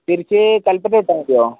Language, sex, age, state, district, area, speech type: Malayalam, male, 18-30, Kerala, Wayanad, rural, conversation